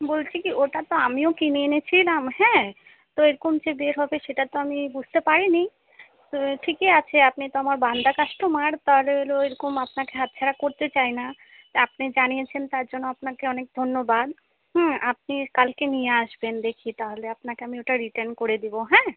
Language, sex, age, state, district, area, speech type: Bengali, female, 30-45, West Bengal, Alipurduar, rural, conversation